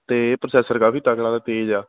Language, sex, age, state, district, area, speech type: Punjabi, male, 45-60, Punjab, Patiala, urban, conversation